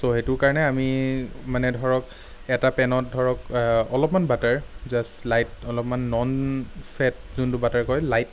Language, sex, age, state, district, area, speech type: Assamese, male, 30-45, Assam, Sonitpur, urban, spontaneous